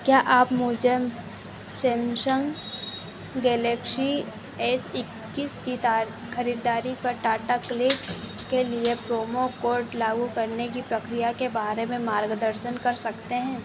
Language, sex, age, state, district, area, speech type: Hindi, female, 18-30, Madhya Pradesh, Harda, rural, read